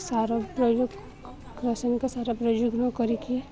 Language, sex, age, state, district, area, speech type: Odia, female, 18-30, Odisha, Balangir, urban, spontaneous